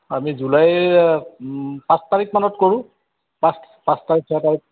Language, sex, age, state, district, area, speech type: Assamese, male, 60+, Assam, Goalpara, urban, conversation